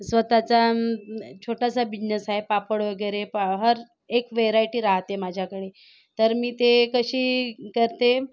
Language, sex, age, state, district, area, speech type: Marathi, female, 30-45, Maharashtra, Nagpur, urban, spontaneous